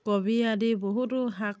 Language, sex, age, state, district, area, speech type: Assamese, female, 45-60, Assam, Dhemaji, rural, spontaneous